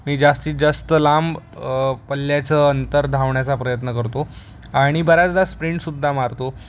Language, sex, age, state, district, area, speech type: Marathi, male, 18-30, Maharashtra, Mumbai Suburban, urban, spontaneous